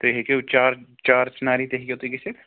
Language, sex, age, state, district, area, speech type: Kashmiri, male, 30-45, Jammu and Kashmir, Srinagar, urban, conversation